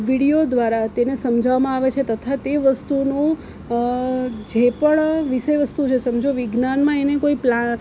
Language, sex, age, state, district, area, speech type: Gujarati, female, 30-45, Gujarat, Surat, urban, spontaneous